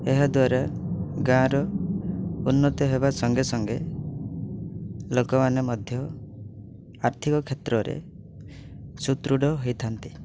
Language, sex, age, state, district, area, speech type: Odia, male, 18-30, Odisha, Mayurbhanj, rural, spontaneous